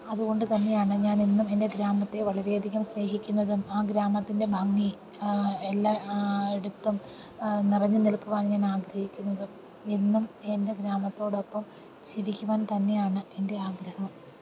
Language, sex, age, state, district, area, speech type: Malayalam, female, 30-45, Kerala, Thiruvananthapuram, rural, spontaneous